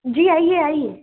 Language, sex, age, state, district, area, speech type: Hindi, female, 18-30, Madhya Pradesh, Balaghat, rural, conversation